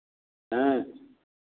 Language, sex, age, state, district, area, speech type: Hindi, male, 60+, Uttar Pradesh, Lucknow, rural, conversation